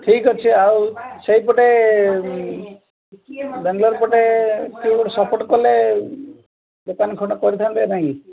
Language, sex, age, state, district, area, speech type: Odia, male, 45-60, Odisha, Gajapati, rural, conversation